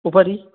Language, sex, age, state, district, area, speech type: Sanskrit, male, 18-30, Karnataka, Dakshina Kannada, rural, conversation